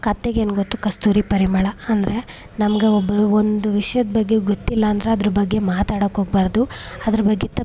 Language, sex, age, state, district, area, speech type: Kannada, female, 18-30, Karnataka, Chamarajanagar, urban, spontaneous